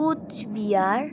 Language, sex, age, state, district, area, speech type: Bengali, female, 18-30, West Bengal, Alipurduar, rural, spontaneous